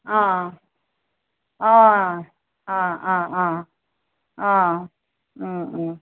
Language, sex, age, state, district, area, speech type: Assamese, female, 60+, Assam, Morigaon, rural, conversation